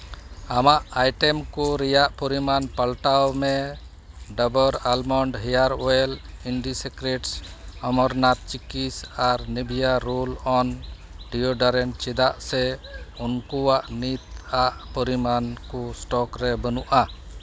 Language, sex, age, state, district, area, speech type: Santali, male, 60+, West Bengal, Malda, rural, read